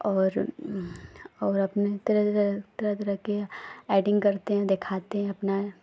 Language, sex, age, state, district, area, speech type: Hindi, female, 18-30, Uttar Pradesh, Ghazipur, urban, spontaneous